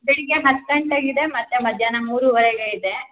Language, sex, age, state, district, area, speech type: Kannada, female, 18-30, Karnataka, Hassan, rural, conversation